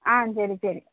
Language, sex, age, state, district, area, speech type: Tamil, female, 18-30, Tamil Nadu, Thoothukudi, rural, conversation